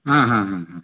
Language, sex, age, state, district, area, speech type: Kannada, male, 45-60, Karnataka, Koppal, rural, conversation